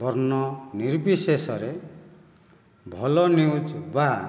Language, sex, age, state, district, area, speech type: Odia, male, 30-45, Odisha, Kandhamal, rural, spontaneous